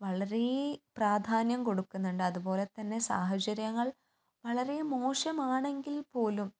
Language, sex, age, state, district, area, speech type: Malayalam, female, 18-30, Kerala, Kannur, urban, spontaneous